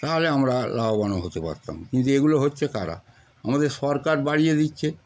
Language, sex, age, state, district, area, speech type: Bengali, male, 60+, West Bengal, Darjeeling, rural, spontaneous